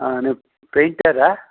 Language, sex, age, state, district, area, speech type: Kannada, male, 60+, Karnataka, Shimoga, urban, conversation